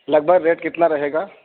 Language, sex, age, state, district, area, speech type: Urdu, male, 18-30, Uttar Pradesh, Saharanpur, urban, conversation